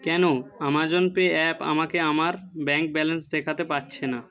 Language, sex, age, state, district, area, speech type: Bengali, male, 30-45, West Bengal, Jhargram, rural, read